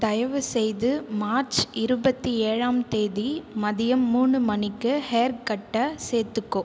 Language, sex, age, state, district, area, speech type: Tamil, female, 18-30, Tamil Nadu, Viluppuram, urban, read